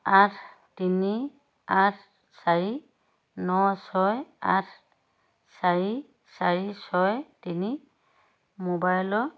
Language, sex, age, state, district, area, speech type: Assamese, female, 45-60, Assam, Dhemaji, urban, read